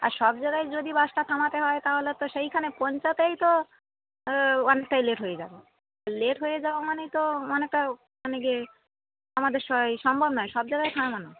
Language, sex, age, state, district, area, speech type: Bengali, female, 30-45, West Bengal, Darjeeling, urban, conversation